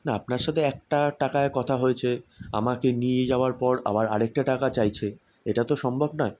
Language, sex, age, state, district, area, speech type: Bengali, male, 18-30, West Bengal, South 24 Parganas, urban, spontaneous